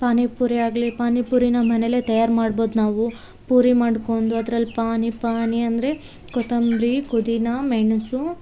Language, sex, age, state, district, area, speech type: Kannada, female, 30-45, Karnataka, Vijayanagara, rural, spontaneous